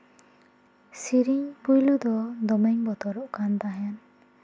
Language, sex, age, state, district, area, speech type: Santali, female, 18-30, West Bengal, Purba Bardhaman, rural, spontaneous